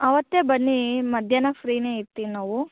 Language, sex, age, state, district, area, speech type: Kannada, female, 18-30, Karnataka, Chikkaballapur, rural, conversation